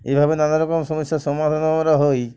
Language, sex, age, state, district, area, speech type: Bengali, male, 45-60, West Bengal, Uttar Dinajpur, urban, spontaneous